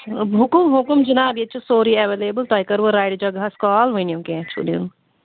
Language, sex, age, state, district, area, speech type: Kashmiri, female, 45-60, Jammu and Kashmir, Kulgam, rural, conversation